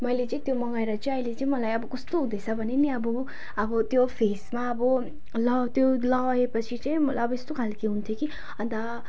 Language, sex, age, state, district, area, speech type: Nepali, female, 18-30, West Bengal, Jalpaiguri, urban, spontaneous